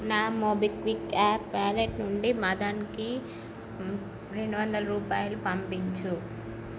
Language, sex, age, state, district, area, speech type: Telugu, female, 18-30, Andhra Pradesh, Srikakulam, urban, read